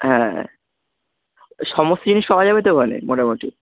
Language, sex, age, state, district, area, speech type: Bengali, male, 18-30, West Bengal, Howrah, urban, conversation